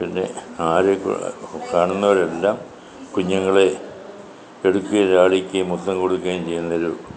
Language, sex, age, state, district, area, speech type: Malayalam, male, 60+, Kerala, Kollam, rural, spontaneous